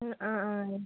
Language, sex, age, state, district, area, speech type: Malayalam, female, 45-60, Kerala, Wayanad, rural, conversation